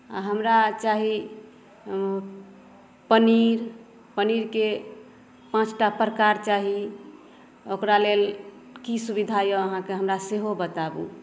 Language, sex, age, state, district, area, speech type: Maithili, female, 30-45, Bihar, Madhepura, urban, spontaneous